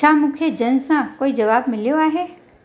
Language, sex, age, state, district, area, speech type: Sindhi, female, 45-60, Gujarat, Surat, urban, read